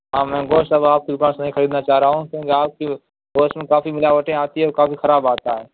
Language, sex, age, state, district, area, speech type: Urdu, male, 18-30, Uttar Pradesh, Saharanpur, urban, conversation